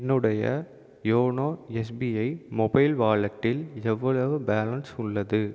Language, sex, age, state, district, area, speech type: Tamil, male, 30-45, Tamil Nadu, Viluppuram, urban, read